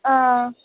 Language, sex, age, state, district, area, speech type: Dogri, female, 18-30, Jammu and Kashmir, Reasi, rural, conversation